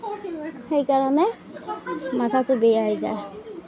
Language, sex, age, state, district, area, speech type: Assamese, female, 30-45, Assam, Darrang, rural, spontaneous